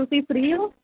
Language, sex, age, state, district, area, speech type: Punjabi, female, 18-30, Punjab, Jalandhar, urban, conversation